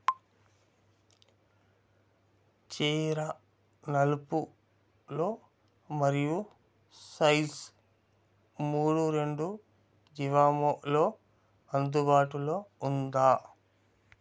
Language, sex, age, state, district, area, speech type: Telugu, male, 45-60, Telangana, Ranga Reddy, rural, read